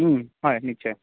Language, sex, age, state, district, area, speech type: Assamese, male, 18-30, Assam, Goalpara, rural, conversation